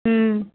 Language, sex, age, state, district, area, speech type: Tamil, female, 30-45, Tamil Nadu, Tirupattur, rural, conversation